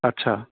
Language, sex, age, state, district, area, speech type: Urdu, male, 30-45, Telangana, Hyderabad, urban, conversation